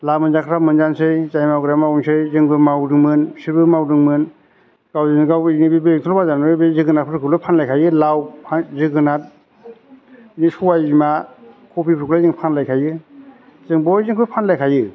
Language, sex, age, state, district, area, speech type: Bodo, male, 45-60, Assam, Chirang, rural, spontaneous